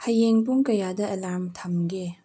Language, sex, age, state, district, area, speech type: Manipuri, female, 18-30, Manipur, Senapati, urban, read